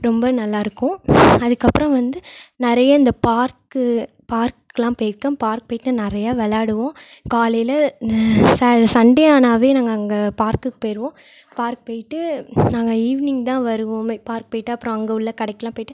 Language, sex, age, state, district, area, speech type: Tamil, female, 18-30, Tamil Nadu, Ariyalur, rural, spontaneous